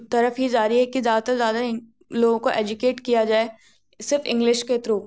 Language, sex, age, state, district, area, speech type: Hindi, female, 18-30, Madhya Pradesh, Gwalior, rural, spontaneous